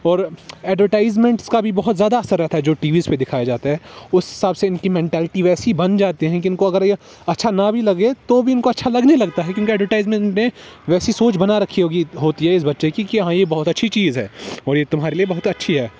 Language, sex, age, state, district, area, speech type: Urdu, male, 18-30, Jammu and Kashmir, Srinagar, urban, spontaneous